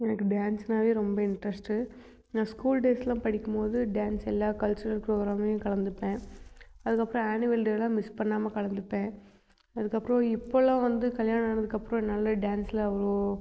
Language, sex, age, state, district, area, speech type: Tamil, female, 18-30, Tamil Nadu, Namakkal, rural, spontaneous